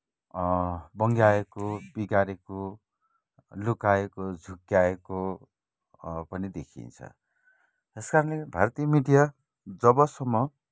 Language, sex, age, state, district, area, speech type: Nepali, male, 45-60, West Bengal, Kalimpong, rural, spontaneous